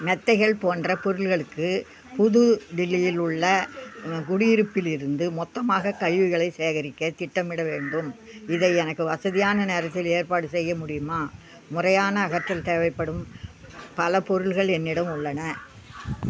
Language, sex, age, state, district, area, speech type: Tamil, female, 60+, Tamil Nadu, Viluppuram, rural, read